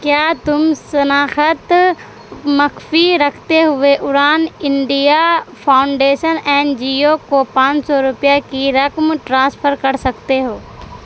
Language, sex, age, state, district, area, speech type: Urdu, female, 18-30, Bihar, Supaul, rural, read